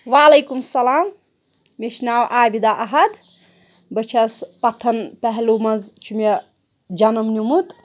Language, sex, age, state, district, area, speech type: Kashmiri, female, 30-45, Jammu and Kashmir, Pulwama, urban, spontaneous